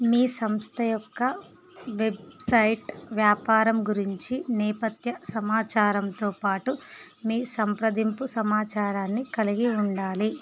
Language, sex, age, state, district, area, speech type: Telugu, female, 45-60, Andhra Pradesh, Visakhapatnam, urban, read